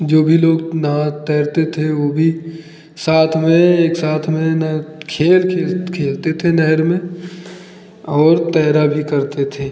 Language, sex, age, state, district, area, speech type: Hindi, male, 45-60, Uttar Pradesh, Lucknow, rural, spontaneous